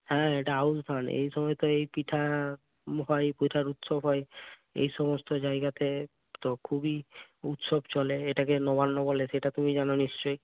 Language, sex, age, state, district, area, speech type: Bengali, male, 60+, West Bengal, Purba Medinipur, rural, conversation